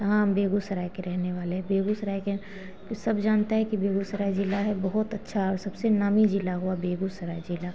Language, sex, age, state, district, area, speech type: Hindi, female, 30-45, Bihar, Begusarai, rural, spontaneous